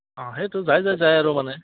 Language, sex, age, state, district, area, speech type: Assamese, female, 30-45, Assam, Goalpara, rural, conversation